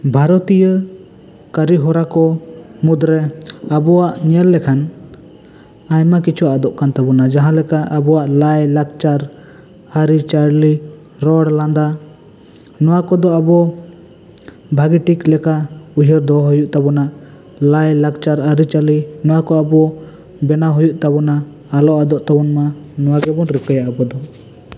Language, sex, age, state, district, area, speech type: Santali, male, 18-30, West Bengal, Bankura, rural, spontaneous